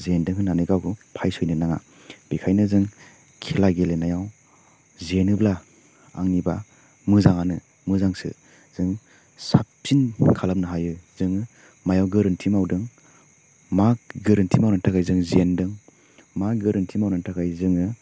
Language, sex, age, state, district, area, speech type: Bodo, male, 30-45, Assam, Chirang, rural, spontaneous